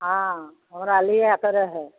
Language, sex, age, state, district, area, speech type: Maithili, female, 60+, Bihar, Begusarai, urban, conversation